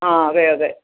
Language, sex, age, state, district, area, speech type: Malayalam, female, 60+, Kerala, Pathanamthitta, rural, conversation